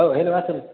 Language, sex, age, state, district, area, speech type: Bodo, male, 18-30, Assam, Chirang, rural, conversation